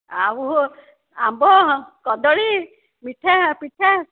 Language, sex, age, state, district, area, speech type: Odia, female, 30-45, Odisha, Dhenkanal, rural, conversation